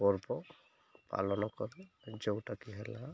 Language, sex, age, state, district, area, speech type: Odia, male, 30-45, Odisha, Subarnapur, urban, spontaneous